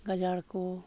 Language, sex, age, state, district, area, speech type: Santali, male, 45-60, Jharkhand, East Singhbhum, rural, spontaneous